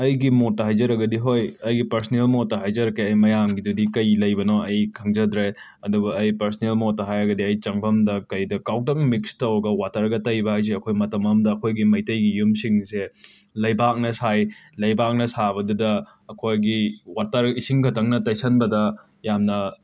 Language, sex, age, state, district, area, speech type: Manipuri, male, 18-30, Manipur, Imphal West, rural, spontaneous